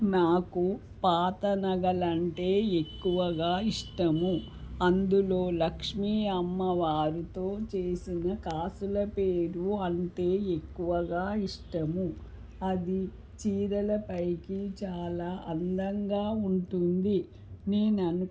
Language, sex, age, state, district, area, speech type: Telugu, female, 45-60, Telangana, Warangal, rural, spontaneous